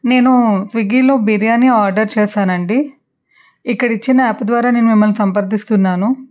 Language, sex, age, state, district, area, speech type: Telugu, female, 45-60, Andhra Pradesh, N T Rama Rao, urban, spontaneous